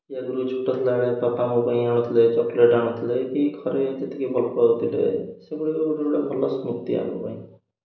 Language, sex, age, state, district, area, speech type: Odia, male, 18-30, Odisha, Jagatsinghpur, rural, spontaneous